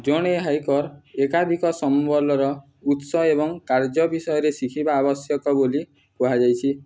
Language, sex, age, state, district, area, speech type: Odia, male, 18-30, Odisha, Nuapada, urban, read